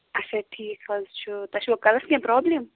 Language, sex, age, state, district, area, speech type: Kashmiri, female, 18-30, Jammu and Kashmir, Pulwama, rural, conversation